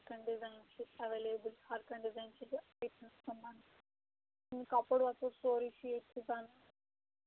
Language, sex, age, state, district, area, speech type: Kashmiri, female, 18-30, Jammu and Kashmir, Anantnag, rural, conversation